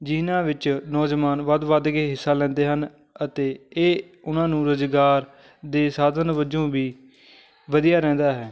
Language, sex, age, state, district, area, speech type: Punjabi, male, 18-30, Punjab, Fatehgarh Sahib, rural, spontaneous